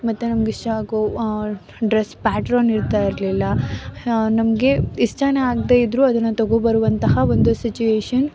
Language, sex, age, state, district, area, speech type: Kannada, female, 18-30, Karnataka, Mysore, rural, spontaneous